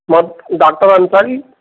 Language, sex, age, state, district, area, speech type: Sindhi, male, 45-60, Maharashtra, Thane, urban, conversation